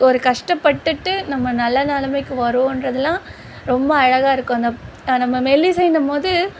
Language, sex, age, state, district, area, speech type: Tamil, female, 30-45, Tamil Nadu, Tiruvallur, urban, spontaneous